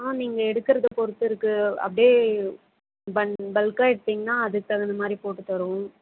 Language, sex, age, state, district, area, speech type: Tamil, female, 18-30, Tamil Nadu, Tirupattur, urban, conversation